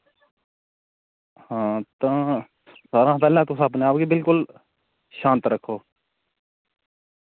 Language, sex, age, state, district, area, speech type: Dogri, male, 30-45, Jammu and Kashmir, Udhampur, rural, conversation